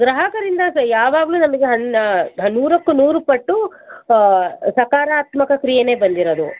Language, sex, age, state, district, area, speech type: Kannada, female, 18-30, Karnataka, Shimoga, rural, conversation